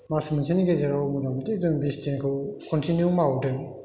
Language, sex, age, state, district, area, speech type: Bodo, male, 60+, Assam, Chirang, rural, spontaneous